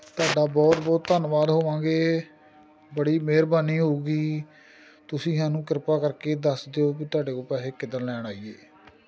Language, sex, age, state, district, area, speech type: Punjabi, male, 45-60, Punjab, Amritsar, rural, spontaneous